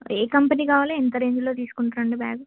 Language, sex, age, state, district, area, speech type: Telugu, female, 18-30, Telangana, Ranga Reddy, urban, conversation